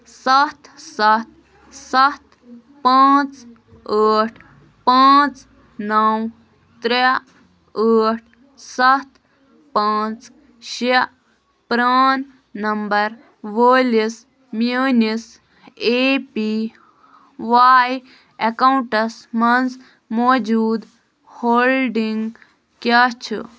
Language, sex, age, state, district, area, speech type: Kashmiri, female, 18-30, Jammu and Kashmir, Bandipora, rural, read